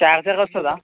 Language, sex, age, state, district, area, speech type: Telugu, male, 18-30, Telangana, Medchal, urban, conversation